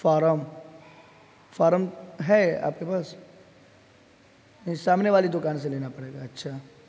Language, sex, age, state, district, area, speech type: Urdu, male, 30-45, Bihar, East Champaran, urban, spontaneous